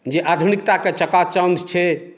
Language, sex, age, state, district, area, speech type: Maithili, male, 45-60, Bihar, Madhubani, rural, spontaneous